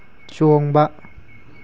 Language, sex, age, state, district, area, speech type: Manipuri, male, 18-30, Manipur, Tengnoupal, urban, read